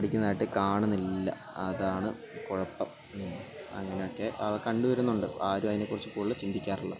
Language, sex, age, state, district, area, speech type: Malayalam, male, 18-30, Kerala, Wayanad, rural, spontaneous